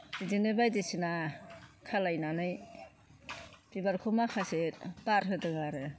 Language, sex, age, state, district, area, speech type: Bodo, female, 60+, Assam, Chirang, rural, spontaneous